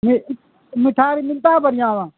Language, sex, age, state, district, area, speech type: Urdu, male, 45-60, Bihar, Supaul, rural, conversation